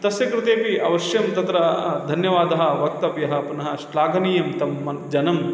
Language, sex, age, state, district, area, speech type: Sanskrit, male, 30-45, Kerala, Thrissur, urban, spontaneous